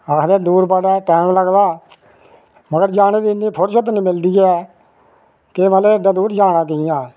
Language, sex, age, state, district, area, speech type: Dogri, male, 60+, Jammu and Kashmir, Reasi, rural, spontaneous